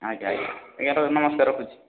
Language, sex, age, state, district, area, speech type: Odia, male, 18-30, Odisha, Puri, urban, conversation